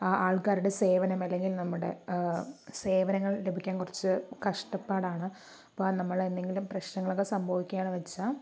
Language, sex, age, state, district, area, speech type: Malayalam, female, 30-45, Kerala, Palakkad, rural, spontaneous